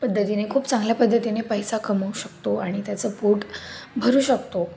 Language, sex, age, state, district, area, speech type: Marathi, female, 18-30, Maharashtra, Nashik, urban, spontaneous